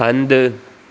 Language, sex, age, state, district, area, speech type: Sindhi, male, 18-30, Maharashtra, Thane, urban, read